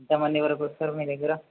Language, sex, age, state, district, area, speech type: Telugu, male, 18-30, Telangana, Mulugu, rural, conversation